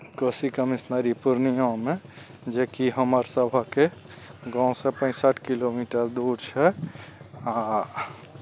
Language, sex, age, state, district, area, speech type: Maithili, male, 45-60, Bihar, Araria, rural, spontaneous